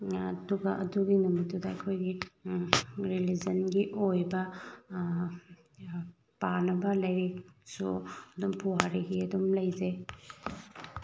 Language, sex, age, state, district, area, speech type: Manipuri, female, 30-45, Manipur, Thoubal, rural, spontaneous